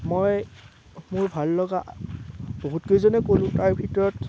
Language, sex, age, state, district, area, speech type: Assamese, male, 18-30, Assam, Udalguri, rural, spontaneous